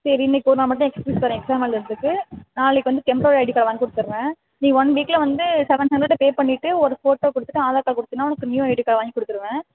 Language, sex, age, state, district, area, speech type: Tamil, female, 18-30, Tamil Nadu, Tiruvarur, rural, conversation